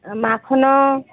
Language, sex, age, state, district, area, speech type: Odia, female, 45-60, Odisha, Sambalpur, rural, conversation